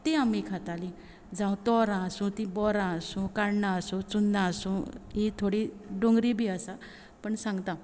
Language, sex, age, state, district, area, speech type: Goan Konkani, female, 30-45, Goa, Quepem, rural, spontaneous